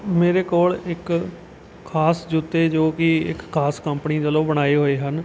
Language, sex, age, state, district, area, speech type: Punjabi, male, 30-45, Punjab, Kapurthala, rural, spontaneous